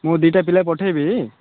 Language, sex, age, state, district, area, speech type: Odia, male, 18-30, Odisha, Malkangiri, urban, conversation